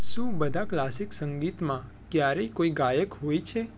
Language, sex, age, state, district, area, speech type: Gujarati, male, 18-30, Gujarat, Surat, urban, read